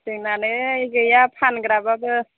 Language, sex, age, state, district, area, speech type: Bodo, female, 30-45, Assam, Chirang, urban, conversation